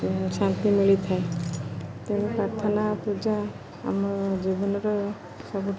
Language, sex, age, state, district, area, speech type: Odia, female, 30-45, Odisha, Jagatsinghpur, rural, spontaneous